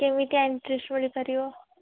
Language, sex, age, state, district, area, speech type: Odia, female, 18-30, Odisha, Sundergarh, urban, conversation